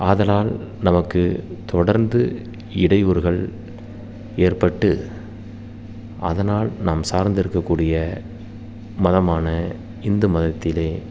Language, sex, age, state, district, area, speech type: Tamil, male, 30-45, Tamil Nadu, Salem, rural, spontaneous